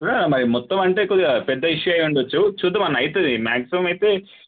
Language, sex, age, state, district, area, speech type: Telugu, male, 18-30, Telangana, Medak, rural, conversation